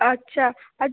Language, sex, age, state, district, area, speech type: Bengali, female, 30-45, West Bengal, Purulia, urban, conversation